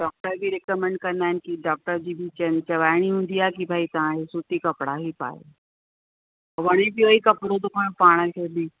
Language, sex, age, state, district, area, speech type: Sindhi, female, 45-60, Uttar Pradesh, Lucknow, urban, conversation